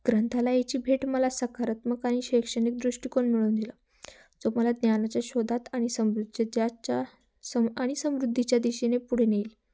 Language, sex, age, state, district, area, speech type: Marathi, female, 18-30, Maharashtra, Ahmednagar, rural, spontaneous